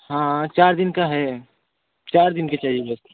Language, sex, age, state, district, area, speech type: Hindi, male, 18-30, Uttar Pradesh, Varanasi, rural, conversation